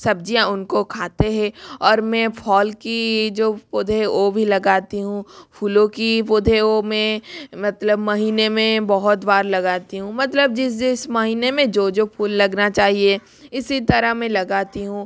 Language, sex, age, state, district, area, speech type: Hindi, female, 18-30, Rajasthan, Jodhpur, rural, spontaneous